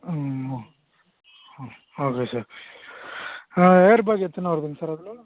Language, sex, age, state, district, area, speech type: Tamil, male, 18-30, Tamil Nadu, Krishnagiri, rural, conversation